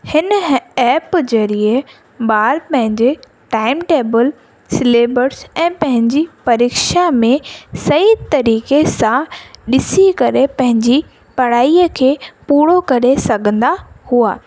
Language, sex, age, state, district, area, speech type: Sindhi, female, 18-30, Rajasthan, Ajmer, urban, spontaneous